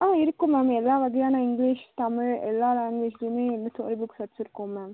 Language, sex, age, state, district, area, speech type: Tamil, female, 18-30, Tamil Nadu, Cuddalore, urban, conversation